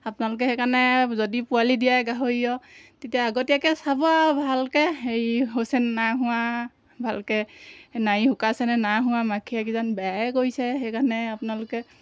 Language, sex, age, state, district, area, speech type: Assamese, female, 30-45, Assam, Golaghat, rural, spontaneous